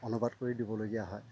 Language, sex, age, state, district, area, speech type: Assamese, male, 30-45, Assam, Dhemaji, rural, spontaneous